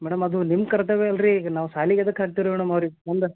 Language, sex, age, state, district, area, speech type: Kannada, male, 30-45, Karnataka, Gulbarga, urban, conversation